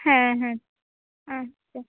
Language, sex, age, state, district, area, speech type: Bengali, female, 30-45, West Bengal, Dakshin Dinajpur, rural, conversation